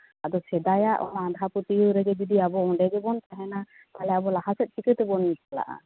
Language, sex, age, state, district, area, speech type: Santali, female, 45-60, West Bengal, Paschim Bardhaman, urban, conversation